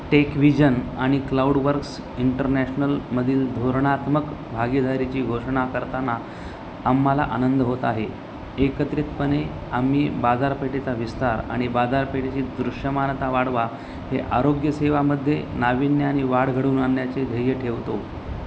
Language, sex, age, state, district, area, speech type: Marathi, male, 30-45, Maharashtra, Nanded, urban, read